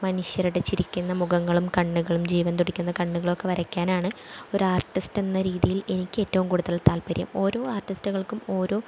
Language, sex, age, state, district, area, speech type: Malayalam, female, 18-30, Kerala, Thrissur, urban, spontaneous